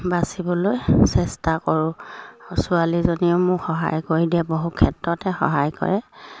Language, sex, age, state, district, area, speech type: Assamese, female, 45-60, Assam, Sivasagar, rural, spontaneous